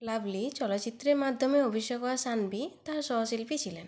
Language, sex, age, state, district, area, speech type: Bengali, female, 18-30, West Bengal, Purulia, rural, read